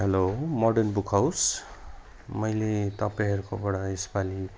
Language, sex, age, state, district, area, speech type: Nepali, male, 30-45, West Bengal, Alipurduar, urban, spontaneous